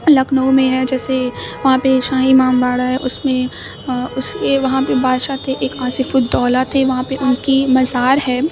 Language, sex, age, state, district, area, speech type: Urdu, female, 18-30, Uttar Pradesh, Mau, urban, spontaneous